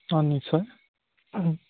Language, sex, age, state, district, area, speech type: Assamese, male, 18-30, Assam, Charaideo, rural, conversation